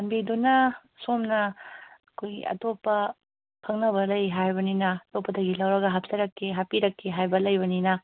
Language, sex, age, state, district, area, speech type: Manipuri, female, 30-45, Manipur, Kangpokpi, urban, conversation